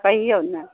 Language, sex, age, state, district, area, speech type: Maithili, female, 30-45, Bihar, Saharsa, rural, conversation